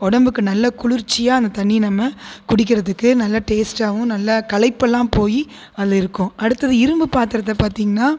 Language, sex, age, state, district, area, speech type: Tamil, female, 30-45, Tamil Nadu, Tiruchirappalli, rural, spontaneous